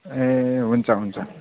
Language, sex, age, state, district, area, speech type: Nepali, male, 18-30, West Bengal, Kalimpong, rural, conversation